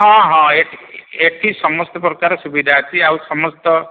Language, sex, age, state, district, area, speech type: Odia, male, 60+, Odisha, Khordha, rural, conversation